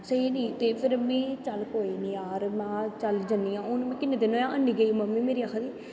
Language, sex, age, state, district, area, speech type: Dogri, female, 18-30, Jammu and Kashmir, Jammu, rural, spontaneous